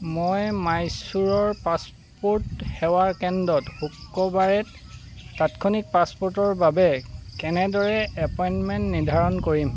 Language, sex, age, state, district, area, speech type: Assamese, male, 45-60, Assam, Dibrugarh, rural, read